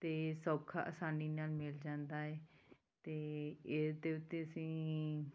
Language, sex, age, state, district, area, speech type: Punjabi, female, 30-45, Punjab, Tarn Taran, rural, spontaneous